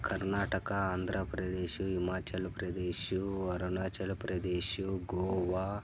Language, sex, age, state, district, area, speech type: Kannada, male, 18-30, Karnataka, Chikkaballapur, rural, spontaneous